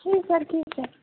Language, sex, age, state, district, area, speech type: Urdu, male, 30-45, Uttar Pradesh, Gautam Buddha Nagar, rural, conversation